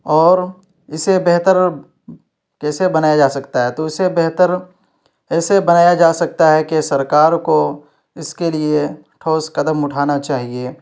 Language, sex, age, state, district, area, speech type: Urdu, male, 18-30, Uttar Pradesh, Ghaziabad, urban, spontaneous